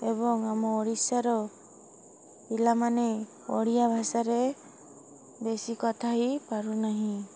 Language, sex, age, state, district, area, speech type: Odia, male, 30-45, Odisha, Malkangiri, urban, spontaneous